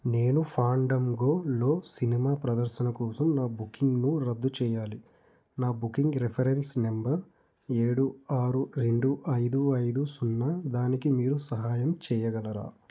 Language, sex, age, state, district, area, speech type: Telugu, male, 18-30, Andhra Pradesh, Nellore, rural, read